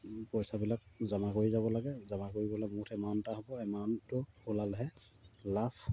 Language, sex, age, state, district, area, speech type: Assamese, male, 30-45, Assam, Sivasagar, rural, spontaneous